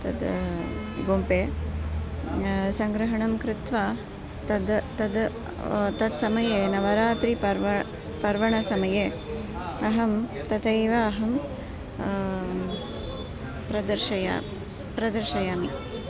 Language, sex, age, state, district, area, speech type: Sanskrit, female, 45-60, Karnataka, Dharwad, urban, spontaneous